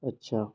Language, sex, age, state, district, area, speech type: Hindi, male, 18-30, Madhya Pradesh, Jabalpur, urban, spontaneous